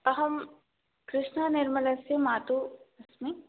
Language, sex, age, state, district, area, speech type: Sanskrit, female, 18-30, Rajasthan, Jaipur, urban, conversation